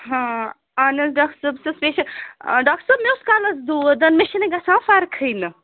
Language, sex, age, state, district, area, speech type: Kashmiri, female, 45-60, Jammu and Kashmir, Srinagar, urban, conversation